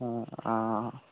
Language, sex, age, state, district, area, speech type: Maithili, male, 30-45, Bihar, Saharsa, rural, conversation